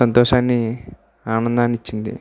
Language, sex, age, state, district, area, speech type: Telugu, male, 18-30, Andhra Pradesh, West Godavari, rural, spontaneous